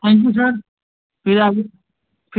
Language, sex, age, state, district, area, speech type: Hindi, male, 18-30, Uttar Pradesh, Azamgarh, rural, conversation